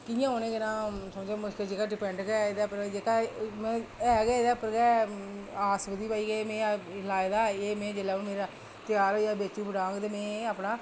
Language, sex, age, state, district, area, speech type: Dogri, female, 45-60, Jammu and Kashmir, Reasi, rural, spontaneous